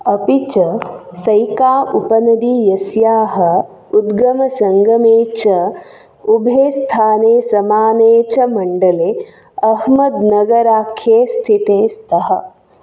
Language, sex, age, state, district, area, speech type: Sanskrit, female, 18-30, Karnataka, Udupi, urban, read